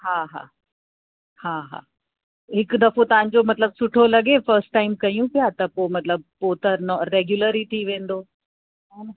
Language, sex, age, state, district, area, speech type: Sindhi, female, 60+, Uttar Pradesh, Lucknow, urban, conversation